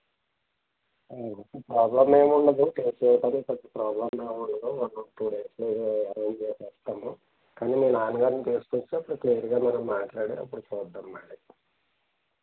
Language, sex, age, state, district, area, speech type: Telugu, male, 60+, Andhra Pradesh, Konaseema, rural, conversation